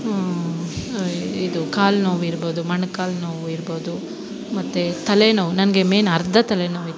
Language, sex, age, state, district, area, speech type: Kannada, female, 30-45, Karnataka, Bangalore Rural, rural, spontaneous